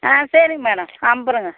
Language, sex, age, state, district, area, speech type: Tamil, female, 45-60, Tamil Nadu, Tirupattur, rural, conversation